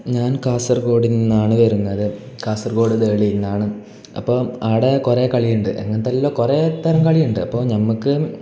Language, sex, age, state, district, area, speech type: Malayalam, male, 18-30, Kerala, Kasaragod, urban, spontaneous